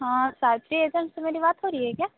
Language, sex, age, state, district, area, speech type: Hindi, female, 30-45, Uttar Pradesh, Sonbhadra, rural, conversation